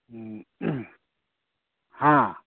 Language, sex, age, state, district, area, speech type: Manipuri, male, 60+, Manipur, Kakching, rural, conversation